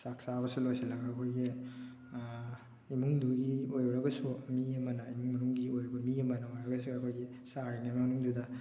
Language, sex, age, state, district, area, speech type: Manipuri, male, 18-30, Manipur, Thoubal, rural, spontaneous